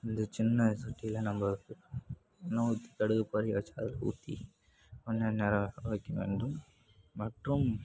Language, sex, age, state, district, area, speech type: Tamil, male, 18-30, Tamil Nadu, Kallakurichi, rural, spontaneous